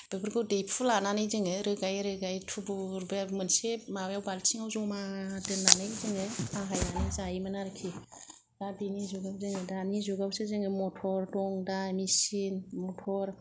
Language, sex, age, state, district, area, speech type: Bodo, female, 45-60, Assam, Kokrajhar, rural, spontaneous